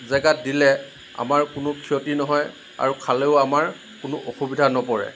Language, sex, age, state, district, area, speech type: Assamese, male, 45-60, Assam, Lakhimpur, rural, spontaneous